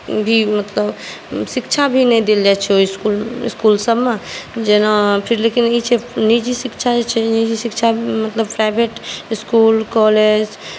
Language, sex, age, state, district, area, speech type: Maithili, female, 18-30, Bihar, Saharsa, urban, spontaneous